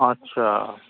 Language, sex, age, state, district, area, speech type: Bengali, male, 18-30, West Bengal, Uttar Dinajpur, rural, conversation